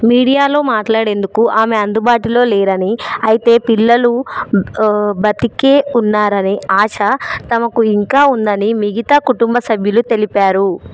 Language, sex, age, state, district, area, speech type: Telugu, female, 18-30, Telangana, Hyderabad, urban, read